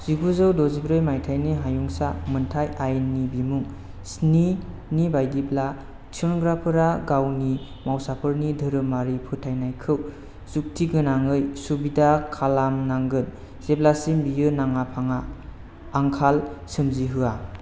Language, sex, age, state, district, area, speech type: Bodo, male, 18-30, Assam, Chirang, rural, read